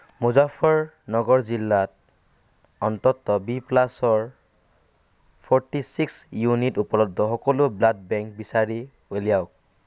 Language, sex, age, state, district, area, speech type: Assamese, male, 18-30, Assam, Kamrup Metropolitan, rural, read